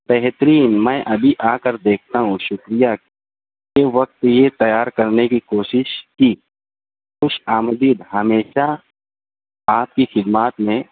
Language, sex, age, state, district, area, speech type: Urdu, male, 30-45, Maharashtra, Nashik, urban, conversation